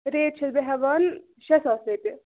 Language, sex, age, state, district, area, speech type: Kashmiri, female, 30-45, Jammu and Kashmir, Ganderbal, rural, conversation